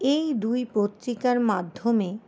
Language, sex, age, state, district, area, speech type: Bengali, female, 60+, West Bengal, Paschim Bardhaman, urban, spontaneous